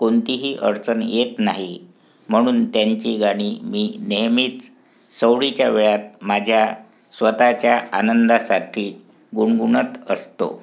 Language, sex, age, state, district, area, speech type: Marathi, male, 45-60, Maharashtra, Wardha, urban, spontaneous